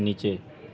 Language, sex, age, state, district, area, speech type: Hindi, male, 30-45, Uttar Pradesh, Azamgarh, rural, read